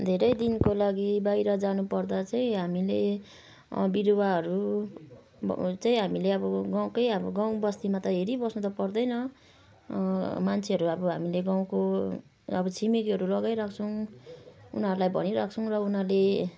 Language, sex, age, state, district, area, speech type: Nepali, female, 45-60, West Bengal, Kalimpong, rural, spontaneous